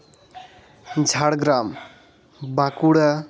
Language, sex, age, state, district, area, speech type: Santali, male, 18-30, West Bengal, Jhargram, rural, spontaneous